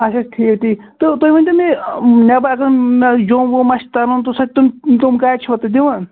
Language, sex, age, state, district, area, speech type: Kashmiri, male, 30-45, Jammu and Kashmir, Pulwama, rural, conversation